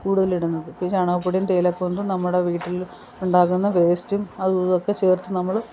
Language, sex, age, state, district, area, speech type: Malayalam, female, 45-60, Kerala, Kollam, rural, spontaneous